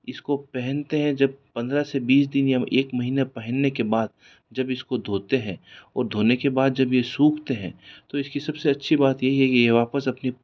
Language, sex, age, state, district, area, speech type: Hindi, male, 18-30, Rajasthan, Jodhpur, urban, spontaneous